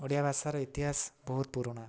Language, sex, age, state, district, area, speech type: Odia, male, 18-30, Odisha, Mayurbhanj, rural, spontaneous